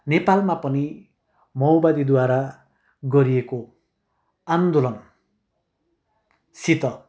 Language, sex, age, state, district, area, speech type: Nepali, male, 60+, West Bengal, Kalimpong, rural, spontaneous